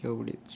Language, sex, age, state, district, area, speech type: Marathi, male, 18-30, Maharashtra, Kolhapur, urban, spontaneous